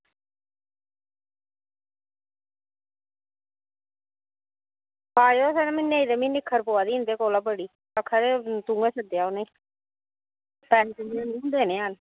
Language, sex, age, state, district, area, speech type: Dogri, female, 30-45, Jammu and Kashmir, Samba, rural, conversation